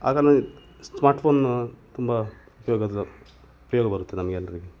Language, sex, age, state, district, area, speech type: Kannada, male, 45-60, Karnataka, Dakshina Kannada, rural, spontaneous